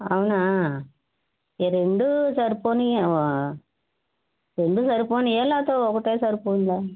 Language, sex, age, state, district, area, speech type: Telugu, female, 60+, Andhra Pradesh, West Godavari, rural, conversation